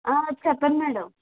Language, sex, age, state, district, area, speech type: Telugu, female, 30-45, Andhra Pradesh, Kakinada, rural, conversation